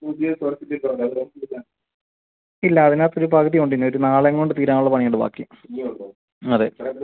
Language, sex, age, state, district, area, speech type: Malayalam, male, 30-45, Kerala, Pathanamthitta, rural, conversation